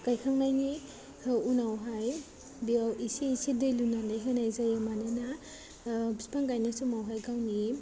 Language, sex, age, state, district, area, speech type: Bodo, female, 18-30, Assam, Kokrajhar, rural, spontaneous